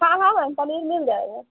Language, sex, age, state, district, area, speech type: Hindi, female, 45-60, Uttar Pradesh, Pratapgarh, rural, conversation